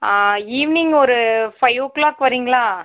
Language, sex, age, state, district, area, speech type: Tamil, female, 30-45, Tamil Nadu, Sivaganga, rural, conversation